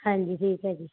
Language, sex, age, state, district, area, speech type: Punjabi, female, 18-30, Punjab, Muktsar, urban, conversation